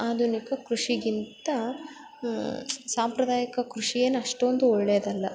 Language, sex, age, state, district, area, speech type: Kannada, female, 18-30, Karnataka, Bellary, rural, spontaneous